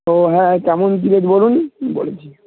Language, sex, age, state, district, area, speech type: Bengali, male, 30-45, West Bengal, Bankura, urban, conversation